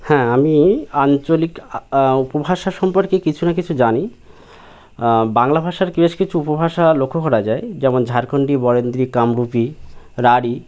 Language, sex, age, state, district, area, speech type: Bengali, male, 18-30, West Bengal, Birbhum, urban, spontaneous